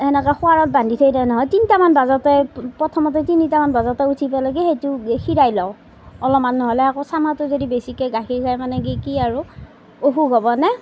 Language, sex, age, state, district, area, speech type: Assamese, female, 30-45, Assam, Darrang, rural, spontaneous